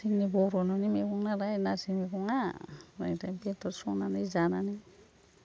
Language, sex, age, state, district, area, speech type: Bodo, female, 45-60, Assam, Udalguri, rural, spontaneous